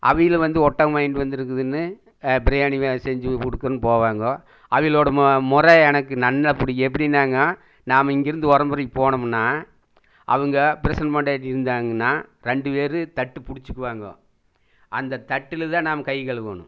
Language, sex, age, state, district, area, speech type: Tamil, male, 60+, Tamil Nadu, Erode, urban, spontaneous